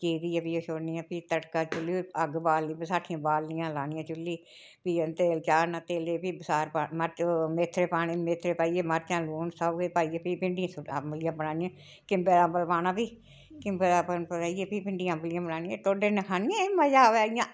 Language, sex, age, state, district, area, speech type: Dogri, female, 60+, Jammu and Kashmir, Reasi, rural, spontaneous